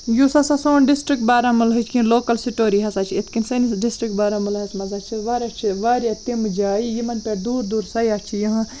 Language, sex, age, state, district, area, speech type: Kashmiri, female, 18-30, Jammu and Kashmir, Baramulla, rural, spontaneous